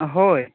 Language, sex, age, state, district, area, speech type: Santali, male, 18-30, West Bengal, Bankura, rural, conversation